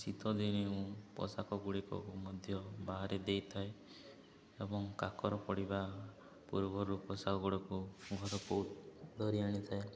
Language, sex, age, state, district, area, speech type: Odia, male, 18-30, Odisha, Subarnapur, urban, spontaneous